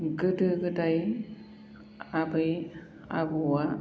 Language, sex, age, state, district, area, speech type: Bodo, female, 45-60, Assam, Baksa, rural, spontaneous